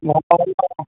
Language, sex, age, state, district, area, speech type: Odia, male, 45-60, Odisha, Sambalpur, rural, conversation